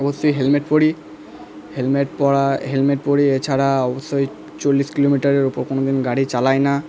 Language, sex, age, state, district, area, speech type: Bengali, male, 18-30, West Bengal, Purba Bardhaman, urban, spontaneous